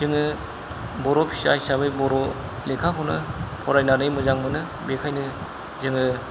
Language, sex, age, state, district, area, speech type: Bodo, male, 45-60, Assam, Kokrajhar, rural, spontaneous